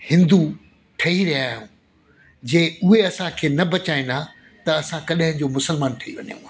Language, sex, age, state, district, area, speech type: Sindhi, male, 60+, Delhi, South Delhi, urban, spontaneous